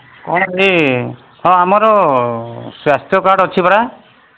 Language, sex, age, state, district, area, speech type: Odia, male, 45-60, Odisha, Sambalpur, rural, conversation